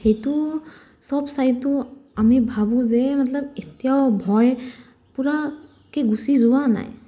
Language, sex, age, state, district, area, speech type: Assamese, female, 18-30, Assam, Kamrup Metropolitan, urban, spontaneous